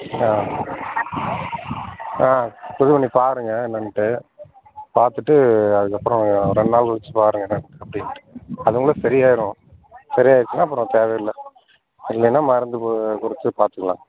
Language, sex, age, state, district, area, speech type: Tamil, male, 45-60, Tamil Nadu, Virudhunagar, rural, conversation